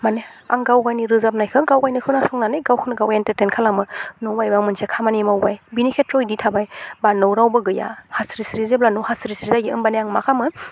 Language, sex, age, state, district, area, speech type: Bodo, female, 18-30, Assam, Udalguri, urban, spontaneous